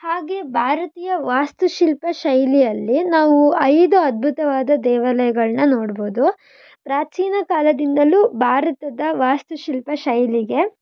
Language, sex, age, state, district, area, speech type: Kannada, female, 18-30, Karnataka, Shimoga, rural, spontaneous